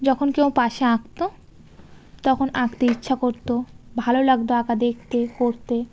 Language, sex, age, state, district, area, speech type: Bengali, female, 18-30, West Bengal, Birbhum, urban, spontaneous